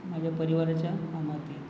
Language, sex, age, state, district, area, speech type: Marathi, male, 30-45, Maharashtra, Nagpur, urban, spontaneous